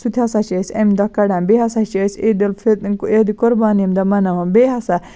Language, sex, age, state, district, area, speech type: Kashmiri, female, 18-30, Jammu and Kashmir, Baramulla, rural, spontaneous